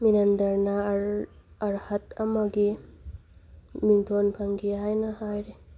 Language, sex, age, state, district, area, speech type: Manipuri, female, 18-30, Manipur, Churachandpur, rural, read